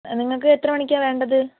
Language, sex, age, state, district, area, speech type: Malayalam, female, 18-30, Kerala, Kozhikode, rural, conversation